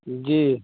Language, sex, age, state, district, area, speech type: Hindi, male, 30-45, Bihar, Darbhanga, rural, conversation